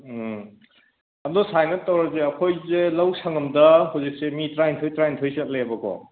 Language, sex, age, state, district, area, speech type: Manipuri, male, 30-45, Manipur, Kangpokpi, urban, conversation